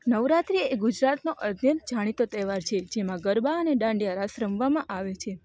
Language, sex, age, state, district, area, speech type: Gujarati, female, 30-45, Gujarat, Rajkot, rural, spontaneous